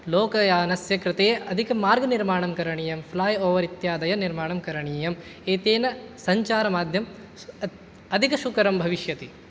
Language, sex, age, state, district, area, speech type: Sanskrit, male, 18-30, Rajasthan, Jaipur, urban, spontaneous